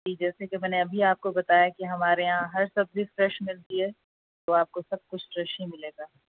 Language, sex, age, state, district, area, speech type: Urdu, female, 30-45, Uttar Pradesh, Aligarh, urban, conversation